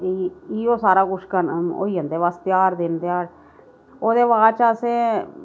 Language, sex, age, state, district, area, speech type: Dogri, female, 45-60, Jammu and Kashmir, Samba, rural, spontaneous